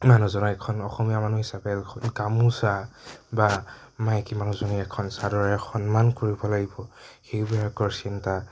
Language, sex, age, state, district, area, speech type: Assamese, male, 30-45, Assam, Nagaon, rural, spontaneous